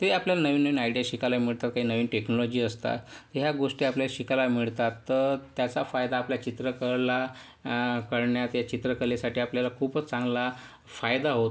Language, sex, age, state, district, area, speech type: Marathi, male, 45-60, Maharashtra, Yavatmal, urban, spontaneous